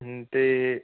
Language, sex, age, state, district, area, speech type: Punjabi, male, 18-30, Punjab, Fazilka, rural, conversation